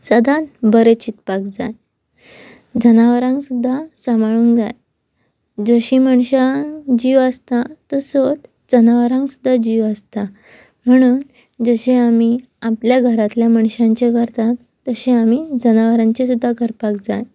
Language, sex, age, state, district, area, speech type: Goan Konkani, female, 18-30, Goa, Pernem, rural, spontaneous